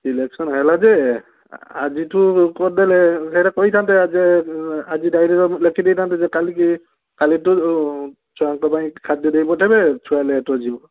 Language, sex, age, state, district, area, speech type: Odia, male, 45-60, Odisha, Balasore, rural, conversation